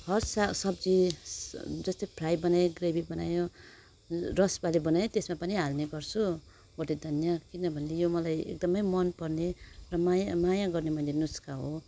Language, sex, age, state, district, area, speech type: Nepali, female, 30-45, West Bengal, Darjeeling, rural, spontaneous